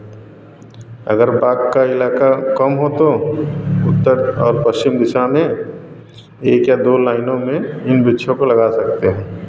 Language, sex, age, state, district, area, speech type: Hindi, male, 45-60, Uttar Pradesh, Varanasi, rural, spontaneous